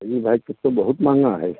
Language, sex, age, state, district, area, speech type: Hindi, male, 45-60, Uttar Pradesh, Jaunpur, rural, conversation